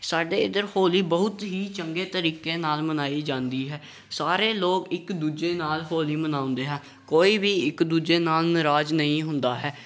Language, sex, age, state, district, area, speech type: Punjabi, male, 18-30, Punjab, Gurdaspur, rural, spontaneous